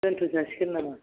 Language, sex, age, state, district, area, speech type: Bodo, female, 60+, Assam, Kokrajhar, rural, conversation